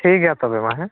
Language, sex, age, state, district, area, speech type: Santali, male, 45-60, Odisha, Mayurbhanj, rural, conversation